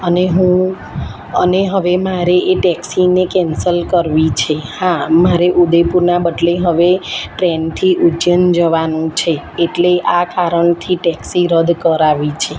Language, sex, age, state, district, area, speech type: Gujarati, female, 30-45, Gujarat, Kheda, rural, spontaneous